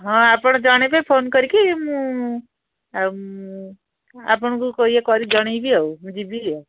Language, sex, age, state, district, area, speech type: Odia, female, 60+, Odisha, Gajapati, rural, conversation